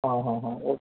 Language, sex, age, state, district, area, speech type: Kannada, male, 30-45, Karnataka, Mandya, rural, conversation